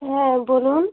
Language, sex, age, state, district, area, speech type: Bengali, female, 45-60, West Bengal, Dakshin Dinajpur, urban, conversation